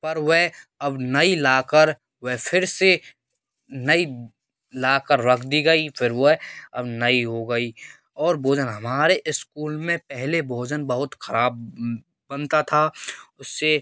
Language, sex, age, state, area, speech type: Hindi, male, 18-30, Rajasthan, rural, spontaneous